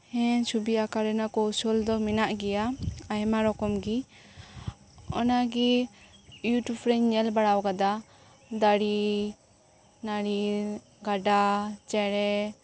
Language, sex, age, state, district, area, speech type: Santali, female, 18-30, West Bengal, Birbhum, rural, spontaneous